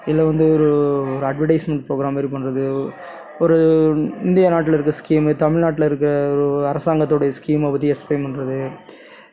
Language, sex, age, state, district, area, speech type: Tamil, male, 30-45, Tamil Nadu, Tiruvarur, rural, spontaneous